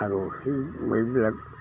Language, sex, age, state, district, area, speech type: Assamese, male, 60+, Assam, Udalguri, rural, spontaneous